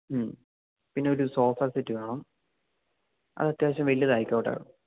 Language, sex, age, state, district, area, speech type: Malayalam, male, 18-30, Kerala, Idukki, rural, conversation